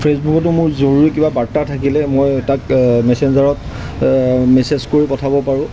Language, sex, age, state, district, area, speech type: Assamese, male, 30-45, Assam, Golaghat, urban, spontaneous